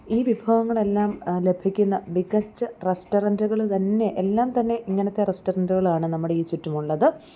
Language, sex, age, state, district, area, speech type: Malayalam, female, 30-45, Kerala, Alappuzha, rural, spontaneous